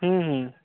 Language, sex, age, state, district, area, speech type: Maithili, male, 18-30, Bihar, Muzaffarpur, rural, conversation